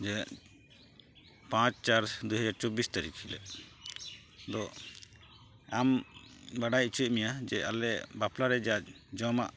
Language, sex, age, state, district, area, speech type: Santali, male, 45-60, West Bengal, Uttar Dinajpur, rural, spontaneous